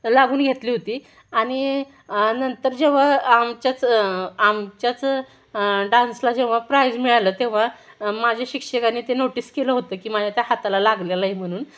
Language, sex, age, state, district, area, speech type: Marathi, female, 18-30, Maharashtra, Satara, urban, spontaneous